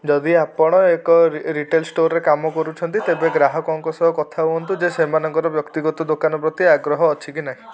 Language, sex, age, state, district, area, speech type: Odia, male, 18-30, Odisha, Cuttack, urban, read